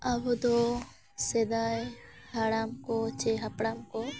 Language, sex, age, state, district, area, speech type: Santali, female, 18-30, Jharkhand, Bokaro, rural, spontaneous